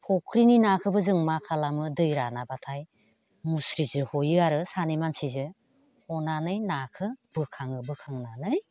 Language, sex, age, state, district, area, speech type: Bodo, female, 60+, Assam, Baksa, rural, spontaneous